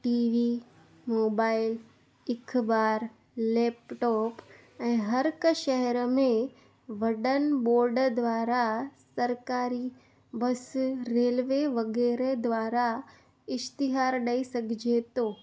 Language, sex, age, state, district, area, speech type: Sindhi, female, 18-30, Gujarat, Junagadh, rural, spontaneous